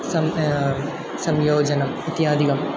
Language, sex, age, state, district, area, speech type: Sanskrit, male, 18-30, Kerala, Thrissur, rural, spontaneous